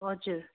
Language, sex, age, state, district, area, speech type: Nepali, female, 45-60, West Bengal, Darjeeling, rural, conversation